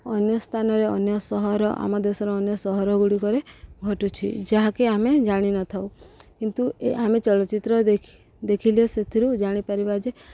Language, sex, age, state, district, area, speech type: Odia, female, 45-60, Odisha, Subarnapur, urban, spontaneous